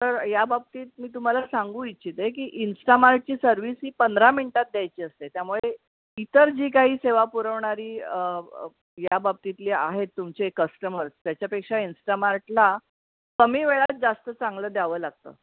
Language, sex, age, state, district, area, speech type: Marathi, female, 60+, Maharashtra, Mumbai Suburban, urban, conversation